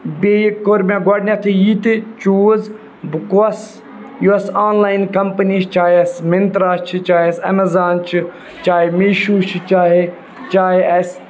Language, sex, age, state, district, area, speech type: Kashmiri, male, 18-30, Jammu and Kashmir, Budgam, rural, spontaneous